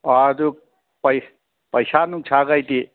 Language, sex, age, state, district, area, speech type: Manipuri, male, 60+, Manipur, Thoubal, rural, conversation